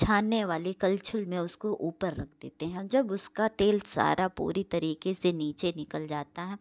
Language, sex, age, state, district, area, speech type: Hindi, female, 30-45, Uttar Pradesh, Prayagraj, urban, spontaneous